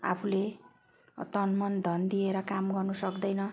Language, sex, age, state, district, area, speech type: Nepali, female, 45-60, West Bengal, Jalpaiguri, urban, spontaneous